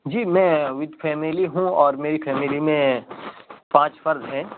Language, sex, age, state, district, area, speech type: Urdu, male, 18-30, Uttar Pradesh, Saharanpur, urban, conversation